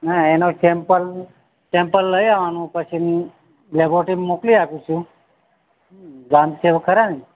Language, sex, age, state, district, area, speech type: Gujarati, male, 45-60, Gujarat, Narmada, rural, conversation